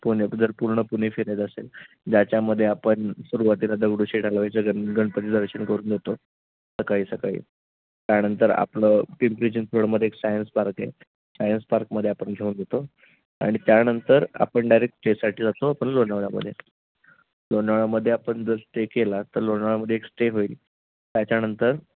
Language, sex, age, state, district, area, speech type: Marathi, male, 30-45, Maharashtra, Pune, urban, conversation